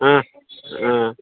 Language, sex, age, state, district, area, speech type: Kannada, male, 60+, Karnataka, Bangalore Rural, rural, conversation